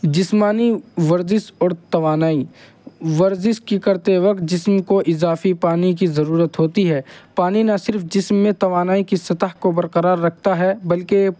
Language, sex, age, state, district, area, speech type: Urdu, male, 30-45, Uttar Pradesh, Muzaffarnagar, urban, spontaneous